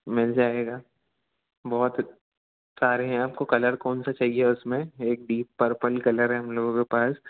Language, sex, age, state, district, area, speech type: Hindi, male, 30-45, Madhya Pradesh, Jabalpur, urban, conversation